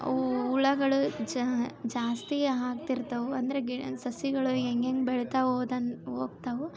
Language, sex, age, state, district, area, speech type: Kannada, female, 18-30, Karnataka, Koppal, rural, spontaneous